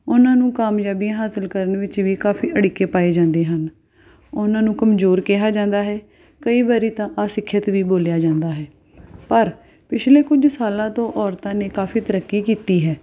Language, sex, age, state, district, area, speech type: Punjabi, female, 30-45, Punjab, Tarn Taran, urban, spontaneous